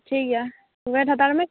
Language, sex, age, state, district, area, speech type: Santali, female, 18-30, West Bengal, Malda, rural, conversation